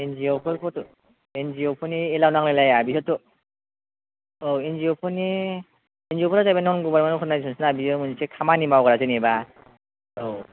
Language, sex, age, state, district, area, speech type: Bodo, male, 18-30, Assam, Kokrajhar, rural, conversation